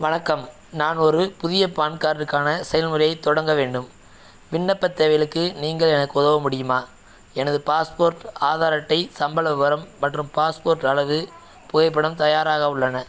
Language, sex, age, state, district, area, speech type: Tamil, male, 18-30, Tamil Nadu, Madurai, rural, read